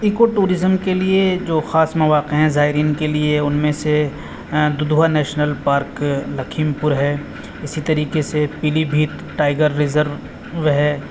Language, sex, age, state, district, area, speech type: Urdu, male, 30-45, Uttar Pradesh, Aligarh, urban, spontaneous